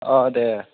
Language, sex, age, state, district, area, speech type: Bodo, male, 60+, Assam, Kokrajhar, rural, conversation